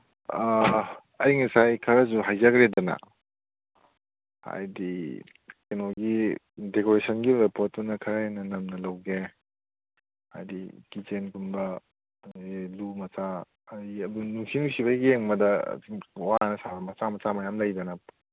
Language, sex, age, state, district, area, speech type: Manipuri, male, 30-45, Manipur, Kangpokpi, urban, conversation